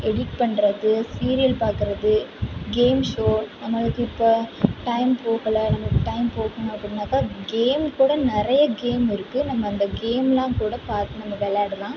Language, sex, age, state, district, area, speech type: Tamil, female, 18-30, Tamil Nadu, Mayiladuthurai, rural, spontaneous